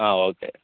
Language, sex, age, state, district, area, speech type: Malayalam, male, 30-45, Kerala, Pathanamthitta, rural, conversation